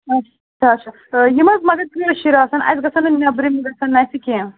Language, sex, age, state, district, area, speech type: Kashmiri, female, 30-45, Jammu and Kashmir, Srinagar, urban, conversation